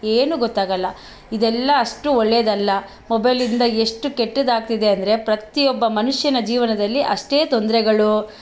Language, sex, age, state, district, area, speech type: Kannada, female, 45-60, Karnataka, Bangalore Rural, rural, spontaneous